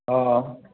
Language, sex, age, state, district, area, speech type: Maithili, male, 30-45, Bihar, Darbhanga, urban, conversation